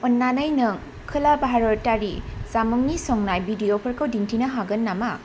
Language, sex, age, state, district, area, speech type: Bodo, female, 18-30, Assam, Kokrajhar, urban, read